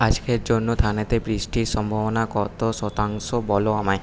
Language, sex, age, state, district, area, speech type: Bengali, male, 18-30, West Bengal, Paschim Bardhaman, urban, read